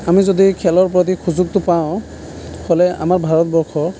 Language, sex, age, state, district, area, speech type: Assamese, male, 18-30, Assam, Sonitpur, rural, spontaneous